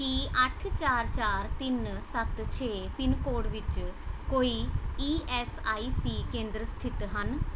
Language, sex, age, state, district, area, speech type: Punjabi, female, 30-45, Punjab, Mohali, urban, read